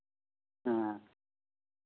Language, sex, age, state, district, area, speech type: Santali, male, 60+, West Bengal, Bankura, rural, conversation